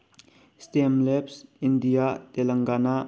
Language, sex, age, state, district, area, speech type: Manipuri, male, 18-30, Manipur, Bishnupur, rural, spontaneous